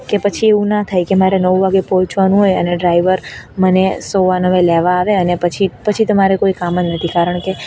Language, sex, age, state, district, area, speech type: Gujarati, female, 18-30, Gujarat, Narmada, urban, spontaneous